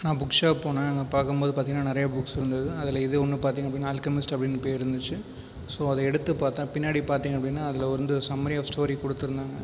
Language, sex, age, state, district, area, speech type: Tamil, male, 18-30, Tamil Nadu, Viluppuram, rural, spontaneous